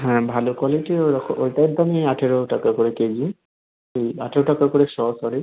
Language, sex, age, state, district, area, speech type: Bengali, male, 18-30, West Bengal, Birbhum, urban, conversation